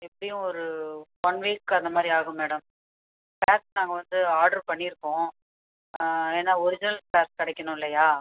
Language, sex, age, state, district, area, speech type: Tamil, female, 30-45, Tamil Nadu, Tiruchirappalli, rural, conversation